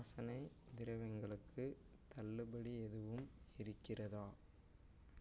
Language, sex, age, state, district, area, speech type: Tamil, male, 30-45, Tamil Nadu, Tiruvarur, rural, read